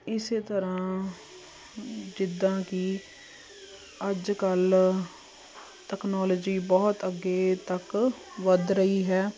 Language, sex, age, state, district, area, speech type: Punjabi, female, 30-45, Punjab, Jalandhar, urban, spontaneous